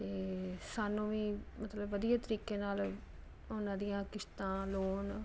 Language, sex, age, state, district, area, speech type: Punjabi, female, 30-45, Punjab, Ludhiana, urban, spontaneous